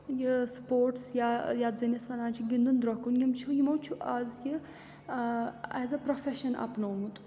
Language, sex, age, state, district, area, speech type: Kashmiri, female, 18-30, Jammu and Kashmir, Srinagar, urban, spontaneous